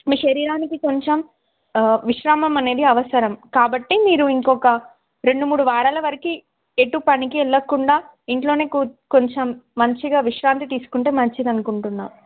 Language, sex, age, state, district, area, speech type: Telugu, female, 18-30, Telangana, Ranga Reddy, urban, conversation